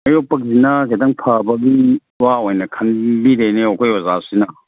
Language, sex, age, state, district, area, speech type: Manipuri, male, 45-60, Manipur, Kangpokpi, urban, conversation